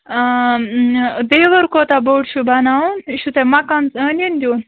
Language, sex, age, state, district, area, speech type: Kashmiri, female, 30-45, Jammu and Kashmir, Bandipora, rural, conversation